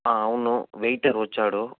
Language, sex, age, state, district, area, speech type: Telugu, male, 18-30, Andhra Pradesh, Chittoor, rural, conversation